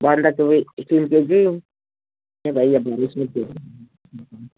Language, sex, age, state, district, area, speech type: Nepali, female, 60+, West Bengal, Jalpaiguri, rural, conversation